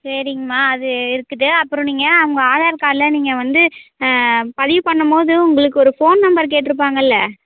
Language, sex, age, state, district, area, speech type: Tamil, female, 18-30, Tamil Nadu, Namakkal, rural, conversation